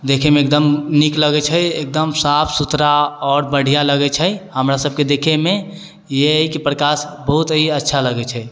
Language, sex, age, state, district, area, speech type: Maithili, male, 18-30, Bihar, Sitamarhi, urban, spontaneous